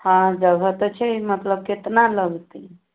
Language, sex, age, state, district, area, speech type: Maithili, female, 45-60, Bihar, Sitamarhi, rural, conversation